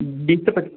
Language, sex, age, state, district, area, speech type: Hindi, male, 18-30, Madhya Pradesh, Ujjain, urban, conversation